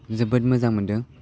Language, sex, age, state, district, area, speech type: Bodo, male, 18-30, Assam, Baksa, rural, spontaneous